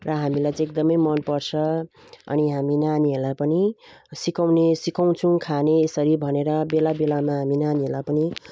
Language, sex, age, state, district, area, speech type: Nepali, female, 45-60, West Bengal, Jalpaiguri, rural, spontaneous